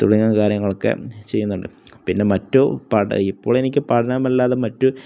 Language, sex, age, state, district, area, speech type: Malayalam, male, 18-30, Kerala, Kozhikode, rural, spontaneous